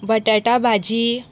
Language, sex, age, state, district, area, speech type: Goan Konkani, female, 18-30, Goa, Murmgao, rural, spontaneous